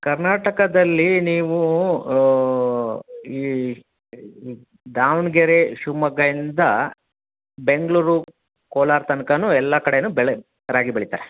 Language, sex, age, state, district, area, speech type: Kannada, male, 45-60, Karnataka, Davanagere, urban, conversation